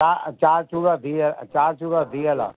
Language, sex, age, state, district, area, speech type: Sindhi, male, 45-60, Gujarat, Kutch, urban, conversation